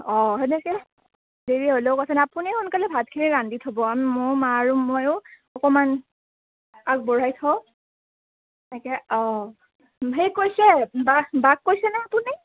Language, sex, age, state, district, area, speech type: Assamese, female, 18-30, Assam, Nalbari, rural, conversation